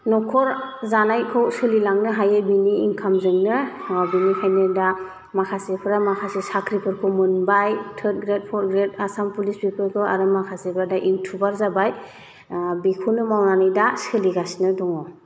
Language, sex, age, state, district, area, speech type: Bodo, female, 30-45, Assam, Chirang, rural, spontaneous